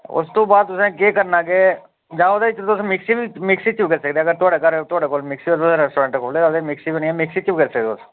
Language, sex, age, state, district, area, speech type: Dogri, male, 45-60, Jammu and Kashmir, Udhampur, urban, conversation